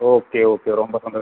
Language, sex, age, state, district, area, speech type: Tamil, male, 18-30, Tamil Nadu, Sivaganga, rural, conversation